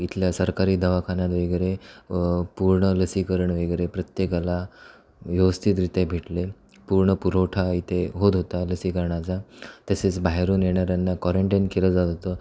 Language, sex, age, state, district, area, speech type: Marathi, male, 30-45, Maharashtra, Sindhudurg, rural, spontaneous